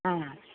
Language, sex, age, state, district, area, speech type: Malayalam, female, 60+, Kerala, Alappuzha, rural, conversation